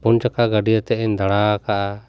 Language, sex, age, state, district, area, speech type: Santali, male, 45-60, West Bengal, Paschim Bardhaman, urban, spontaneous